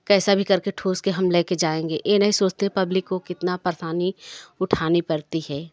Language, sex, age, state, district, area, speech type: Hindi, female, 30-45, Uttar Pradesh, Jaunpur, rural, spontaneous